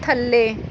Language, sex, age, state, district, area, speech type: Punjabi, female, 30-45, Punjab, Mansa, urban, read